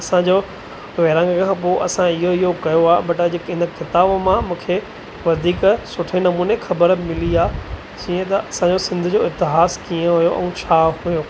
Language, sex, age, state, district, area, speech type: Sindhi, male, 30-45, Maharashtra, Thane, urban, spontaneous